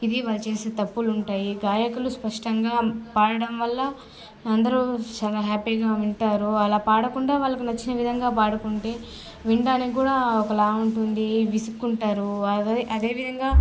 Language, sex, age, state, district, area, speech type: Telugu, female, 18-30, Andhra Pradesh, Sri Balaji, rural, spontaneous